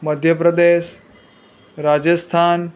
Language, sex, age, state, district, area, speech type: Gujarati, male, 30-45, Gujarat, Surat, urban, spontaneous